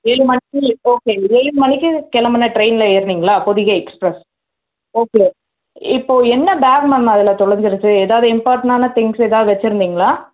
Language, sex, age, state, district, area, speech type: Tamil, female, 30-45, Tamil Nadu, Chennai, urban, conversation